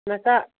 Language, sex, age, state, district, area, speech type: Manipuri, female, 45-60, Manipur, Kangpokpi, urban, conversation